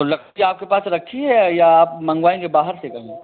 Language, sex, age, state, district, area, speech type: Hindi, male, 30-45, Uttar Pradesh, Hardoi, rural, conversation